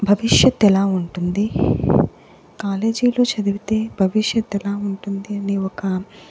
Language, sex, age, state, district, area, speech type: Telugu, female, 30-45, Andhra Pradesh, Guntur, urban, spontaneous